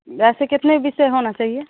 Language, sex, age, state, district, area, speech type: Hindi, female, 30-45, Bihar, Samastipur, rural, conversation